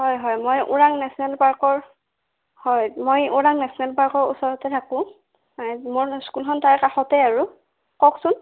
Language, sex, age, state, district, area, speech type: Assamese, female, 18-30, Assam, Darrang, rural, conversation